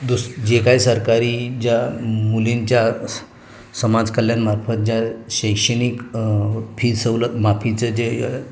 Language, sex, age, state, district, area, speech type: Marathi, male, 30-45, Maharashtra, Ratnagiri, rural, spontaneous